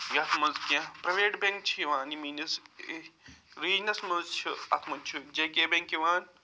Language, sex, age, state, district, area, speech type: Kashmiri, male, 45-60, Jammu and Kashmir, Budgam, urban, spontaneous